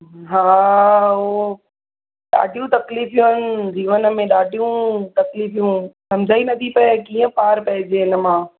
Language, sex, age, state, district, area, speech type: Sindhi, female, 18-30, Gujarat, Surat, urban, conversation